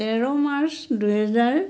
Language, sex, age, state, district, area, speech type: Assamese, female, 60+, Assam, Biswanath, rural, spontaneous